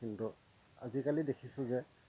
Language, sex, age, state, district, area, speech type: Assamese, male, 30-45, Assam, Dhemaji, rural, spontaneous